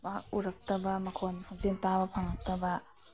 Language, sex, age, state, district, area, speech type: Manipuri, female, 30-45, Manipur, Imphal East, rural, spontaneous